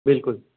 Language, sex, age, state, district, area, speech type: Hindi, male, 45-60, Madhya Pradesh, Ujjain, urban, conversation